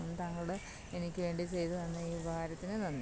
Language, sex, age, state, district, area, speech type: Malayalam, female, 30-45, Kerala, Kottayam, rural, spontaneous